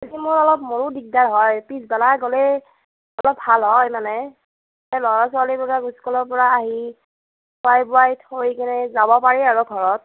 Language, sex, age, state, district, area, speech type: Assamese, female, 30-45, Assam, Nagaon, urban, conversation